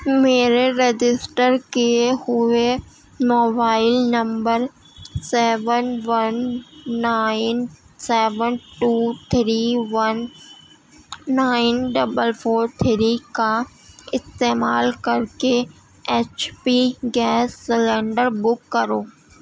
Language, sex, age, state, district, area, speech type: Urdu, female, 18-30, Uttar Pradesh, Gautam Buddha Nagar, urban, read